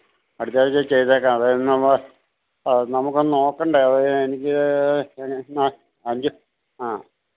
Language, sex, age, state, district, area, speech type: Malayalam, male, 60+, Kerala, Idukki, rural, conversation